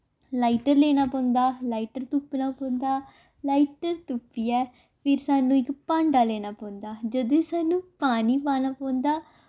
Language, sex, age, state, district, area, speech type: Dogri, female, 18-30, Jammu and Kashmir, Samba, urban, spontaneous